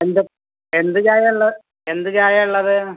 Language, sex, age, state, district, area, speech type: Malayalam, male, 45-60, Kerala, Malappuram, rural, conversation